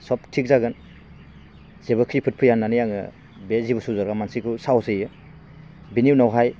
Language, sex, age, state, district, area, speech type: Bodo, male, 30-45, Assam, Baksa, rural, spontaneous